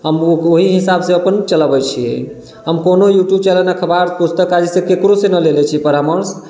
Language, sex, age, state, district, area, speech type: Maithili, male, 30-45, Bihar, Sitamarhi, urban, spontaneous